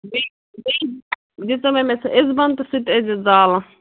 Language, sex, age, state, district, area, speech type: Kashmiri, female, 18-30, Jammu and Kashmir, Bandipora, rural, conversation